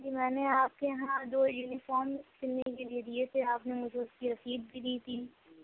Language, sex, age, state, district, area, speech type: Urdu, female, 18-30, Uttar Pradesh, Shahjahanpur, urban, conversation